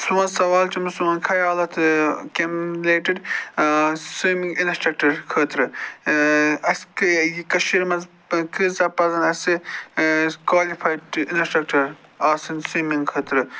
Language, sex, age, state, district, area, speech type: Kashmiri, male, 45-60, Jammu and Kashmir, Budgam, urban, spontaneous